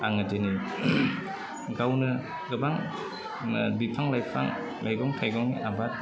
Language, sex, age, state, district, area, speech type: Bodo, male, 30-45, Assam, Udalguri, urban, spontaneous